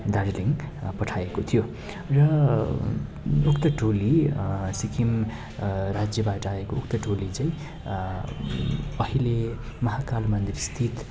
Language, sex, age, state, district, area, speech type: Nepali, male, 30-45, West Bengal, Darjeeling, rural, spontaneous